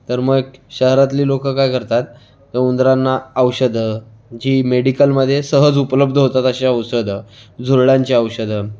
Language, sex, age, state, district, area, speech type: Marathi, male, 18-30, Maharashtra, Raigad, rural, spontaneous